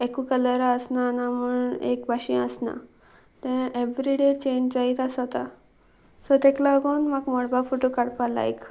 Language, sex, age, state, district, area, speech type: Goan Konkani, female, 18-30, Goa, Salcete, rural, spontaneous